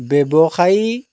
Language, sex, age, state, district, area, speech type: Assamese, male, 45-60, Assam, Jorhat, urban, spontaneous